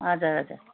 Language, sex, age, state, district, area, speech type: Nepali, female, 45-60, West Bengal, Kalimpong, rural, conversation